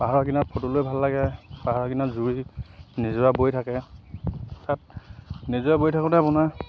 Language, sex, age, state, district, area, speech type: Assamese, male, 18-30, Assam, Lakhimpur, rural, spontaneous